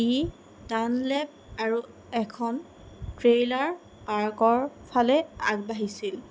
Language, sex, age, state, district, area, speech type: Assamese, female, 18-30, Assam, Golaghat, urban, read